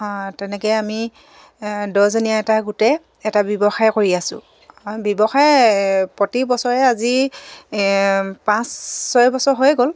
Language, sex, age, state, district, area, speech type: Assamese, female, 45-60, Assam, Dibrugarh, rural, spontaneous